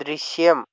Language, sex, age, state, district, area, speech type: Malayalam, male, 60+, Kerala, Kozhikode, urban, read